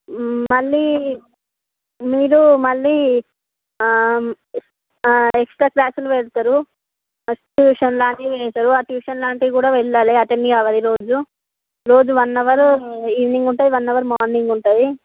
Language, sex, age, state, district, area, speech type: Telugu, female, 45-60, Andhra Pradesh, Srikakulam, urban, conversation